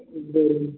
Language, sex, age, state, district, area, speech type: Gujarati, male, 18-30, Gujarat, Anand, rural, conversation